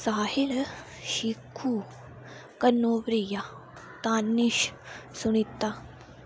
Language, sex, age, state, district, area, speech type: Dogri, female, 18-30, Jammu and Kashmir, Udhampur, rural, spontaneous